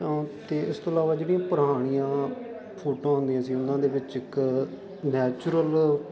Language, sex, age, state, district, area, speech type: Punjabi, male, 18-30, Punjab, Faridkot, rural, spontaneous